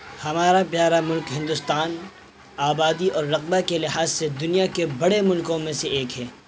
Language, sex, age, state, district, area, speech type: Urdu, male, 18-30, Bihar, Purnia, rural, spontaneous